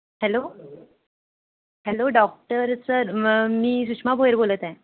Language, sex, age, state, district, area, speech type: Marathi, female, 18-30, Maharashtra, Gondia, rural, conversation